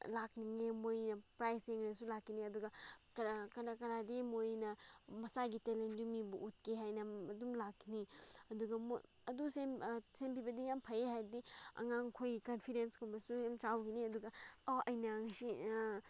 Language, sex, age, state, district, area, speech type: Manipuri, female, 18-30, Manipur, Senapati, rural, spontaneous